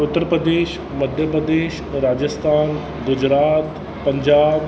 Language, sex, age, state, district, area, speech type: Sindhi, male, 30-45, Rajasthan, Ajmer, urban, spontaneous